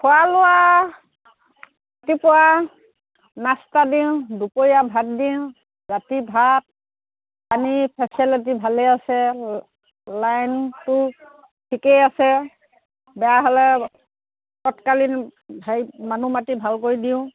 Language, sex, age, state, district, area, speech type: Assamese, female, 45-60, Assam, Dhemaji, rural, conversation